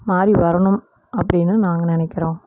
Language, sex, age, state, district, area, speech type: Tamil, female, 45-60, Tamil Nadu, Erode, rural, spontaneous